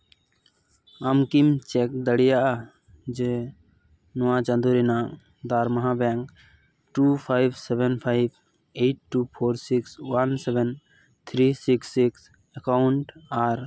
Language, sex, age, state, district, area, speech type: Santali, male, 18-30, West Bengal, Purba Bardhaman, rural, read